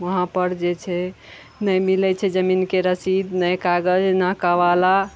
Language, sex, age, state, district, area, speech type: Maithili, female, 45-60, Bihar, Araria, rural, spontaneous